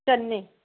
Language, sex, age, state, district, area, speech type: Hindi, female, 30-45, Madhya Pradesh, Chhindwara, urban, conversation